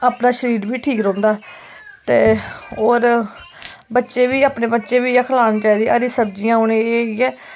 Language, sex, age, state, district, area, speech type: Dogri, female, 18-30, Jammu and Kashmir, Kathua, rural, spontaneous